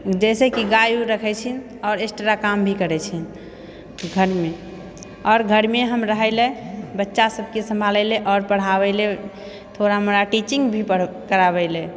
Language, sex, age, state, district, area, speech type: Maithili, female, 30-45, Bihar, Purnia, rural, spontaneous